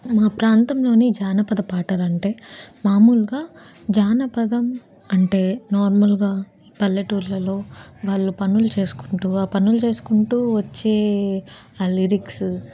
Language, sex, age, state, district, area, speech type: Telugu, female, 18-30, Andhra Pradesh, Nellore, urban, spontaneous